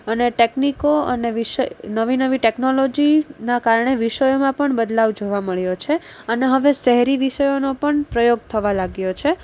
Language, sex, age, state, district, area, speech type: Gujarati, female, 18-30, Gujarat, Junagadh, urban, spontaneous